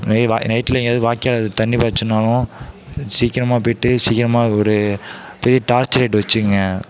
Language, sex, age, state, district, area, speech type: Tamil, male, 18-30, Tamil Nadu, Mayiladuthurai, rural, spontaneous